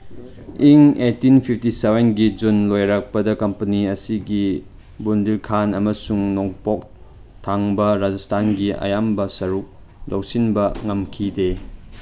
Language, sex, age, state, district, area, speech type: Manipuri, male, 18-30, Manipur, Chandel, rural, read